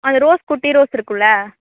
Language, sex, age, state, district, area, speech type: Tamil, female, 18-30, Tamil Nadu, Thanjavur, urban, conversation